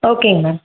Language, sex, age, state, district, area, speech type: Tamil, female, 18-30, Tamil Nadu, Namakkal, rural, conversation